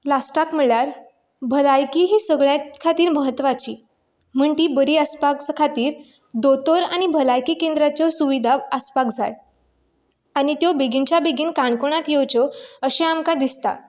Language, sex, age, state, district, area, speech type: Goan Konkani, female, 18-30, Goa, Canacona, rural, spontaneous